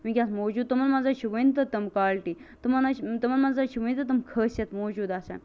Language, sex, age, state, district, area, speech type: Kashmiri, female, 30-45, Jammu and Kashmir, Bandipora, rural, spontaneous